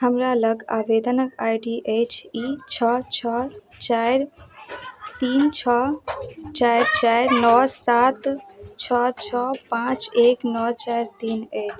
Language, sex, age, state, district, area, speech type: Maithili, female, 30-45, Bihar, Madhubani, rural, read